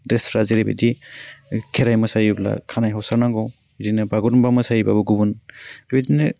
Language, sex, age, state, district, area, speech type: Bodo, male, 18-30, Assam, Udalguri, rural, spontaneous